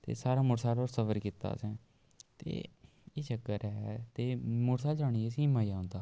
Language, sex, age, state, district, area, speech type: Dogri, male, 30-45, Jammu and Kashmir, Udhampur, rural, spontaneous